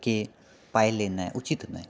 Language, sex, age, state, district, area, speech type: Maithili, male, 30-45, Bihar, Purnia, rural, spontaneous